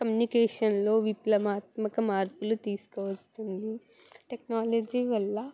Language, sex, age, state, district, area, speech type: Telugu, female, 18-30, Telangana, Jangaon, urban, spontaneous